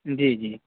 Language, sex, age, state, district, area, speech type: Urdu, male, 18-30, Uttar Pradesh, Saharanpur, urban, conversation